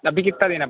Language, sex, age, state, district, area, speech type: Hindi, male, 60+, Madhya Pradesh, Balaghat, rural, conversation